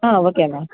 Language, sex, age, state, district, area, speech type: Tamil, female, 60+, Tamil Nadu, Tenkasi, urban, conversation